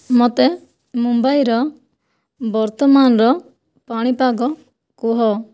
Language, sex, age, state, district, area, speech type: Odia, female, 18-30, Odisha, Kandhamal, rural, read